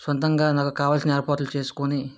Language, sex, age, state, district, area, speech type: Telugu, male, 60+, Andhra Pradesh, Vizianagaram, rural, spontaneous